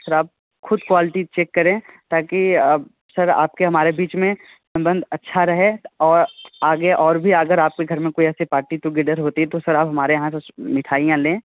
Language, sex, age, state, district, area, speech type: Hindi, male, 18-30, Uttar Pradesh, Sonbhadra, rural, conversation